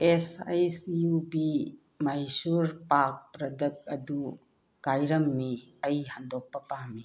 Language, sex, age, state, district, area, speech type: Manipuri, female, 60+, Manipur, Tengnoupal, rural, read